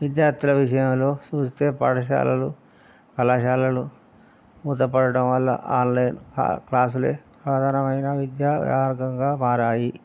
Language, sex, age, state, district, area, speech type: Telugu, male, 60+, Telangana, Hanamkonda, rural, spontaneous